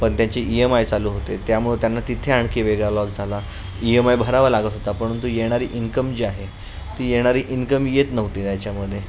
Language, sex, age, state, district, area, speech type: Marathi, male, 30-45, Maharashtra, Pune, urban, spontaneous